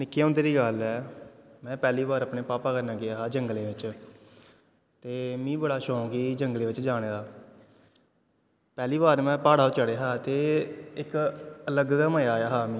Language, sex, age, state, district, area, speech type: Dogri, male, 18-30, Jammu and Kashmir, Kathua, rural, spontaneous